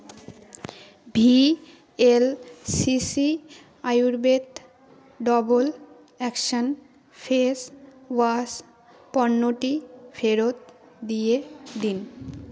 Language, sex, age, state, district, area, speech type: Bengali, female, 18-30, West Bengal, Jalpaiguri, rural, read